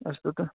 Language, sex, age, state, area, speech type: Sanskrit, male, 18-30, Haryana, urban, conversation